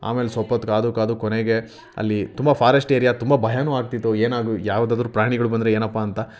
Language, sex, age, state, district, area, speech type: Kannada, male, 18-30, Karnataka, Chitradurga, rural, spontaneous